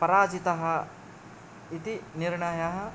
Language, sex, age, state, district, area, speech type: Sanskrit, male, 18-30, Karnataka, Yadgir, urban, spontaneous